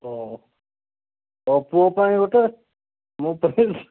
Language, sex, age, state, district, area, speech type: Odia, male, 30-45, Odisha, Kandhamal, rural, conversation